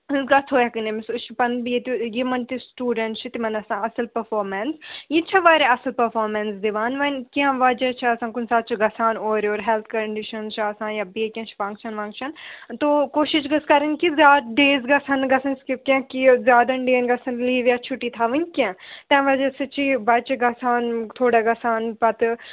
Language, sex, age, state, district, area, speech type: Kashmiri, female, 18-30, Jammu and Kashmir, Srinagar, urban, conversation